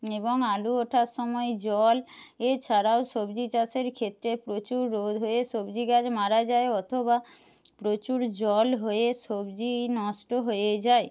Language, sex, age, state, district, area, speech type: Bengali, female, 45-60, West Bengal, Jhargram, rural, spontaneous